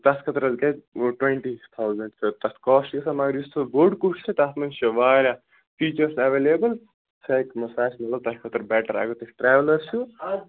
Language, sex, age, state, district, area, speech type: Kashmiri, male, 18-30, Jammu and Kashmir, Baramulla, rural, conversation